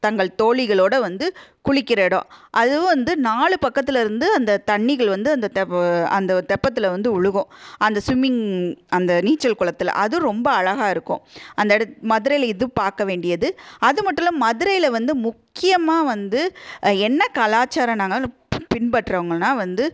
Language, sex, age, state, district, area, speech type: Tamil, female, 30-45, Tamil Nadu, Madurai, urban, spontaneous